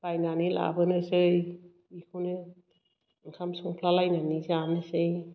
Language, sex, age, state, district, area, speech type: Bodo, female, 60+, Assam, Chirang, rural, spontaneous